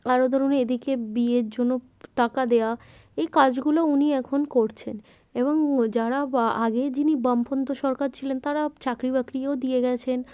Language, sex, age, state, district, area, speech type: Bengali, female, 18-30, West Bengal, Darjeeling, urban, spontaneous